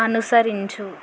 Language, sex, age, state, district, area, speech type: Telugu, female, 18-30, Telangana, Yadadri Bhuvanagiri, urban, read